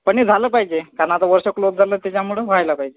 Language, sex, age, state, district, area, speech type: Marathi, male, 30-45, Maharashtra, Yavatmal, rural, conversation